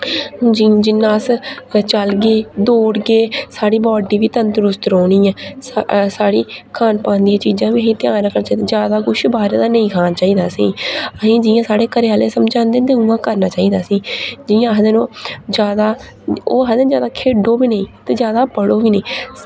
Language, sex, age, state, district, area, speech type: Dogri, female, 18-30, Jammu and Kashmir, Reasi, rural, spontaneous